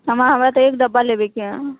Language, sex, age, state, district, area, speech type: Maithili, female, 18-30, Bihar, Sitamarhi, rural, conversation